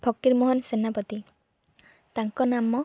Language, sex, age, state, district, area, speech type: Odia, female, 18-30, Odisha, Kendrapara, urban, spontaneous